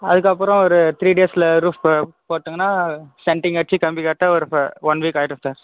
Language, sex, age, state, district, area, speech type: Tamil, male, 18-30, Tamil Nadu, Krishnagiri, rural, conversation